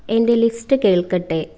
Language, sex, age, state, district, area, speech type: Malayalam, female, 18-30, Kerala, Thiruvananthapuram, rural, read